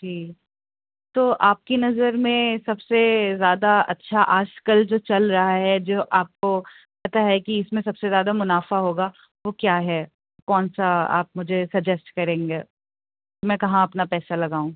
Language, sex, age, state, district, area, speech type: Urdu, female, 30-45, Uttar Pradesh, Rampur, urban, conversation